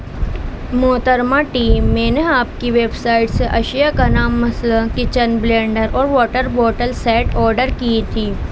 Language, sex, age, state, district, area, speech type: Urdu, female, 30-45, Uttar Pradesh, Balrampur, rural, spontaneous